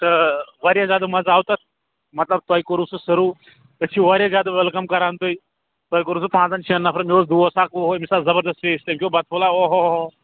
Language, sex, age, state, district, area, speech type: Kashmiri, male, 18-30, Jammu and Kashmir, Pulwama, urban, conversation